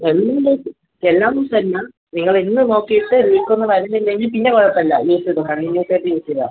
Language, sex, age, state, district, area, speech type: Malayalam, male, 18-30, Kerala, Kollam, rural, conversation